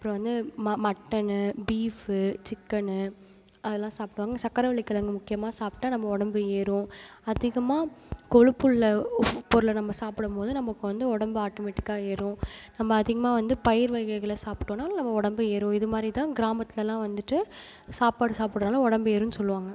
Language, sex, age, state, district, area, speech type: Tamil, female, 30-45, Tamil Nadu, Ariyalur, rural, spontaneous